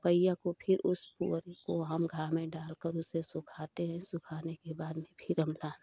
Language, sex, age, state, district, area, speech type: Hindi, female, 30-45, Uttar Pradesh, Ghazipur, rural, spontaneous